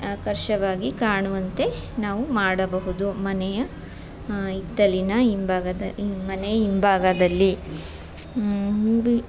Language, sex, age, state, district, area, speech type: Kannada, female, 30-45, Karnataka, Chamarajanagar, rural, spontaneous